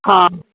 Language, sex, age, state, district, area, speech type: Sindhi, female, 60+, Maharashtra, Mumbai Suburban, urban, conversation